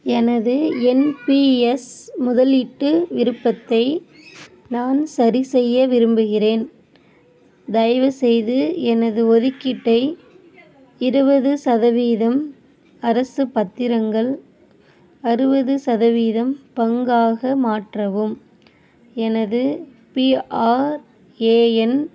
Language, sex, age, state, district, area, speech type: Tamil, female, 18-30, Tamil Nadu, Ariyalur, rural, read